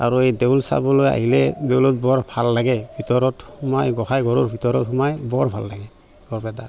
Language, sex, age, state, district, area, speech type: Assamese, male, 45-60, Assam, Barpeta, rural, spontaneous